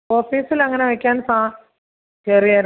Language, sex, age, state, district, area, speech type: Malayalam, female, 30-45, Kerala, Idukki, rural, conversation